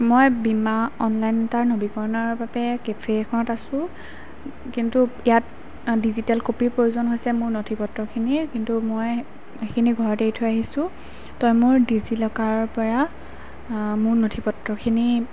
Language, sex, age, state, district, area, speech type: Assamese, female, 18-30, Assam, Golaghat, urban, spontaneous